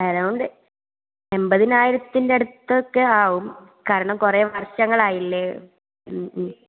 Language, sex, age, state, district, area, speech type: Malayalam, female, 18-30, Kerala, Kasaragod, rural, conversation